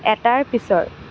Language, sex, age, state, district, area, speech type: Assamese, female, 18-30, Assam, Kamrup Metropolitan, urban, read